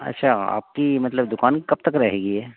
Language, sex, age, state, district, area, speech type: Hindi, male, 60+, Madhya Pradesh, Hoshangabad, rural, conversation